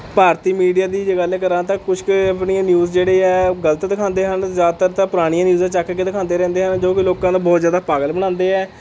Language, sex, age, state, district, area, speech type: Punjabi, male, 18-30, Punjab, Rupnagar, urban, spontaneous